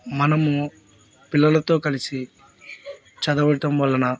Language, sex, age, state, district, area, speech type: Telugu, male, 18-30, Andhra Pradesh, Bapatla, rural, spontaneous